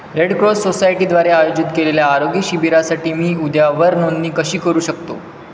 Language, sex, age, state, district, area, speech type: Marathi, male, 18-30, Maharashtra, Wardha, urban, read